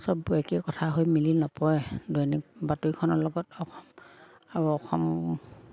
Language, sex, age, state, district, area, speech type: Assamese, female, 45-60, Assam, Lakhimpur, rural, spontaneous